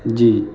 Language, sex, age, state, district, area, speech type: Urdu, male, 30-45, Uttar Pradesh, Muzaffarnagar, urban, spontaneous